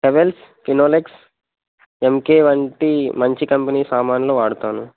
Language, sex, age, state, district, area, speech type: Telugu, male, 18-30, Telangana, Nagarkurnool, urban, conversation